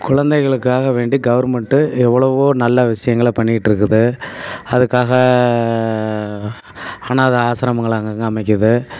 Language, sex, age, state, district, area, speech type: Tamil, male, 60+, Tamil Nadu, Tiruchirappalli, rural, spontaneous